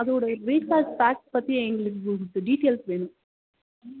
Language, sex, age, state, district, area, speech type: Tamil, female, 18-30, Tamil Nadu, Nilgiris, rural, conversation